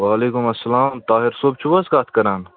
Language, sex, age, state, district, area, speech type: Kashmiri, male, 30-45, Jammu and Kashmir, Srinagar, urban, conversation